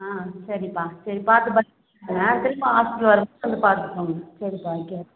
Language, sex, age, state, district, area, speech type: Tamil, female, 18-30, Tamil Nadu, Cuddalore, rural, conversation